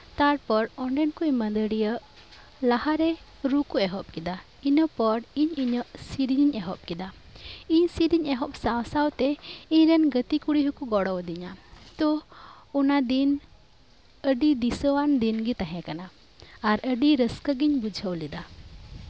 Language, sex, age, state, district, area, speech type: Santali, female, 18-30, West Bengal, Birbhum, rural, spontaneous